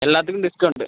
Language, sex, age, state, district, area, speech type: Tamil, male, 18-30, Tamil Nadu, Cuddalore, rural, conversation